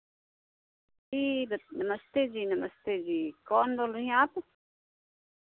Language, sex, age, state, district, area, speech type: Hindi, female, 60+, Uttar Pradesh, Sitapur, rural, conversation